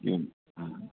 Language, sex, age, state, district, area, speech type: Malayalam, male, 30-45, Kerala, Malappuram, rural, conversation